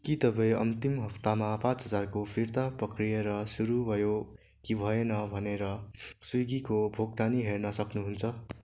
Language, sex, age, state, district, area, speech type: Nepali, male, 18-30, West Bengal, Darjeeling, rural, read